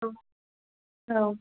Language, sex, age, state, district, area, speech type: Bodo, female, 30-45, Assam, Kokrajhar, rural, conversation